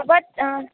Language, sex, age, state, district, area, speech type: Assamese, female, 18-30, Assam, Kamrup Metropolitan, urban, conversation